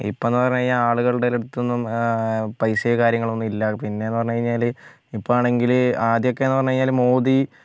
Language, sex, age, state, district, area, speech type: Malayalam, male, 18-30, Kerala, Wayanad, rural, spontaneous